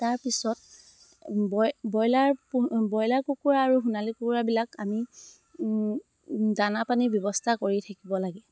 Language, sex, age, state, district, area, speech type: Assamese, female, 45-60, Assam, Dibrugarh, rural, spontaneous